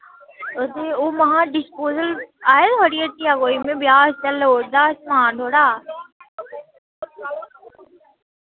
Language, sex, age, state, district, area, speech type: Dogri, female, 30-45, Jammu and Kashmir, Udhampur, rural, conversation